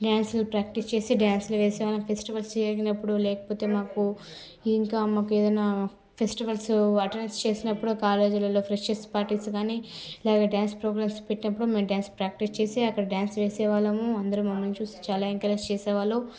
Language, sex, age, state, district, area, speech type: Telugu, female, 18-30, Andhra Pradesh, Sri Balaji, rural, spontaneous